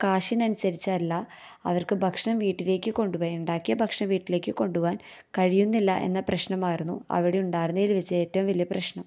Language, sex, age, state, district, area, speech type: Malayalam, female, 18-30, Kerala, Thrissur, rural, spontaneous